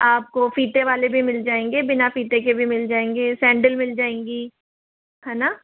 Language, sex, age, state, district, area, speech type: Hindi, female, 30-45, Rajasthan, Jodhpur, urban, conversation